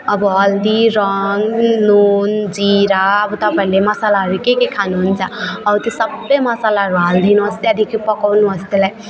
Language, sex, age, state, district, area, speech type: Nepali, female, 18-30, West Bengal, Alipurduar, urban, spontaneous